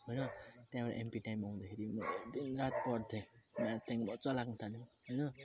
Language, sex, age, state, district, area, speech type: Nepali, male, 30-45, West Bengal, Jalpaiguri, urban, spontaneous